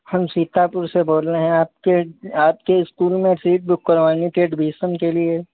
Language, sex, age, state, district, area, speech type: Hindi, male, 30-45, Uttar Pradesh, Sitapur, rural, conversation